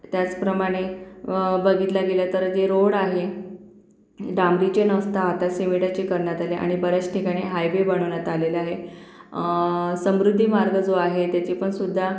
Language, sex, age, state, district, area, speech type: Marathi, female, 45-60, Maharashtra, Yavatmal, urban, spontaneous